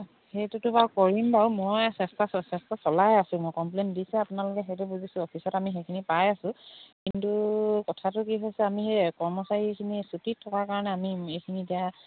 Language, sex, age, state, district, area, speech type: Assamese, female, 30-45, Assam, Charaideo, rural, conversation